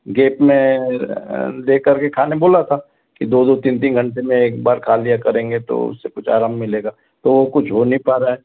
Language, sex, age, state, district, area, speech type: Hindi, male, 60+, Madhya Pradesh, Balaghat, rural, conversation